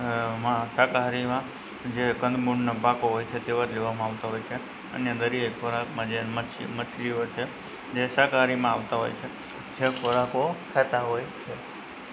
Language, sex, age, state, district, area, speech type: Gujarati, male, 18-30, Gujarat, Morbi, urban, spontaneous